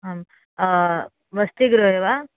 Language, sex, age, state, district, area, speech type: Sanskrit, female, 18-30, Maharashtra, Chandrapur, urban, conversation